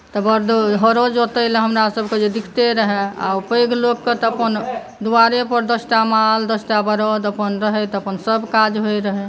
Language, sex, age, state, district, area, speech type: Maithili, female, 30-45, Bihar, Saharsa, rural, spontaneous